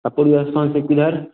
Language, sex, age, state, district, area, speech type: Hindi, male, 18-30, Bihar, Begusarai, rural, conversation